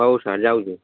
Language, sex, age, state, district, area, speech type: Odia, male, 30-45, Odisha, Sambalpur, rural, conversation